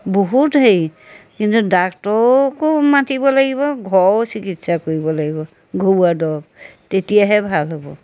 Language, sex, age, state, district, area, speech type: Assamese, female, 60+, Assam, Majuli, urban, spontaneous